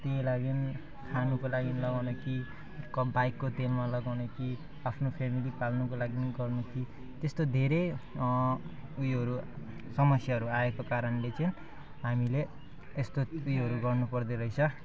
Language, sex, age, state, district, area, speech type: Nepali, male, 18-30, West Bengal, Alipurduar, urban, spontaneous